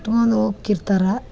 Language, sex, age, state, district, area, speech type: Kannada, female, 30-45, Karnataka, Dharwad, urban, spontaneous